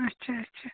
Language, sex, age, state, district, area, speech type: Kashmiri, female, 60+, Jammu and Kashmir, Pulwama, rural, conversation